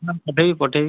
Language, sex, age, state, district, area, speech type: Odia, male, 45-60, Odisha, Malkangiri, urban, conversation